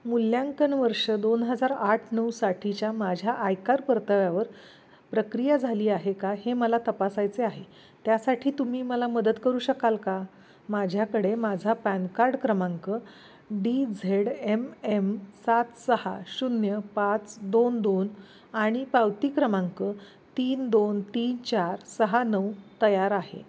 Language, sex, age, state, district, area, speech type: Marathi, female, 45-60, Maharashtra, Satara, urban, read